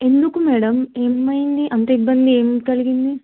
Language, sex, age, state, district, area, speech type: Telugu, female, 18-30, Telangana, Mulugu, urban, conversation